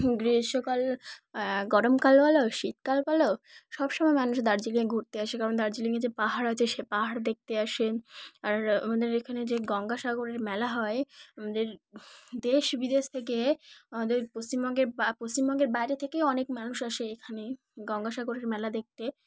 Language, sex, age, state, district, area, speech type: Bengali, female, 18-30, West Bengal, Dakshin Dinajpur, urban, spontaneous